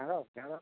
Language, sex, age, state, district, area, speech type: Bengali, male, 60+, West Bengal, Uttar Dinajpur, urban, conversation